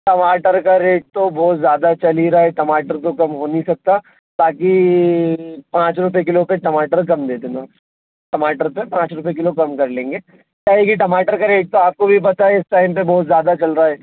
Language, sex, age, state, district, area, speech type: Hindi, male, 18-30, Madhya Pradesh, Jabalpur, urban, conversation